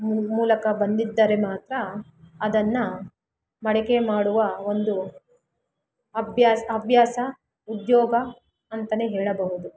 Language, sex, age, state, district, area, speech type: Kannada, female, 18-30, Karnataka, Kolar, rural, spontaneous